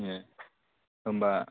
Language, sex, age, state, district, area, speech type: Bodo, male, 18-30, Assam, Kokrajhar, rural, conversation